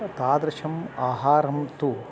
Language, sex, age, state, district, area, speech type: Sanskrit, male, 60+, Karnataka, Uttara Kannada, urban, spontaneous